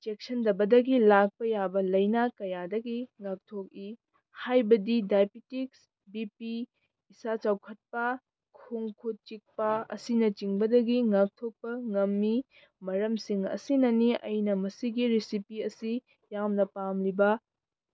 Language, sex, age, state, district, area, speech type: Manipuri, female, 18-30, Manipur, Tengnoupal, urban, spontaneous